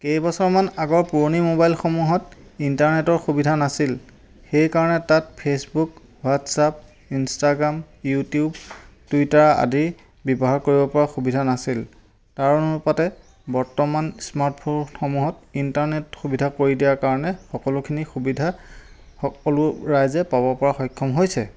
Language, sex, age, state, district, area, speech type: Assamese, male, 30-45, Assam, Lakhimpur, rural, spontaneous